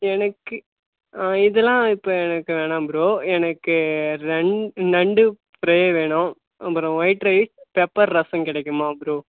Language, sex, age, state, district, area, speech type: Tamil, male, 18-30, Tamil Nadu, Kallakurichi, rural, conversation